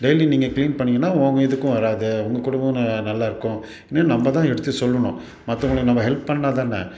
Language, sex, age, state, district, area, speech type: Tamil, male, 45-60, Tamil Nadu, Salem, urban, spontaneous